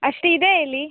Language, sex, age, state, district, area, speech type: Kannada, female, 18-30, Karnataka, Uttara Kannada, rural, conversation